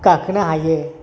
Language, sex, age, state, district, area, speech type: Bodo, male, 60+, Assam, Chirang, urban, spontaneous